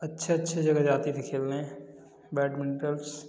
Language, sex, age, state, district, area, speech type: Hindi, male, 30-45, Uttar Pradesh, Prayagraj, urban, spontaneous